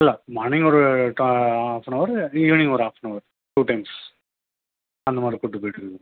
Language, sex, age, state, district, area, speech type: Tamil, male, 30-45, Tamil Nadu, Salem, urban, conversation